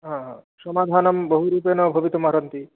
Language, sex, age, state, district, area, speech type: Sanskrit, male, 18-30, West Bengal, Murshidabad, rural, conversation